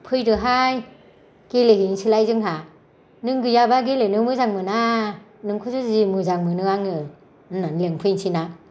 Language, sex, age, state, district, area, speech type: Bodo, female, 60+, Assam, Kokrajhar, rural, spontaneous